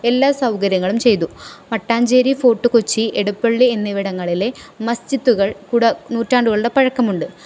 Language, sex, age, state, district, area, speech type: Malayalam, female, 18-30, Kerala, Ernakulam, rural, spontaneous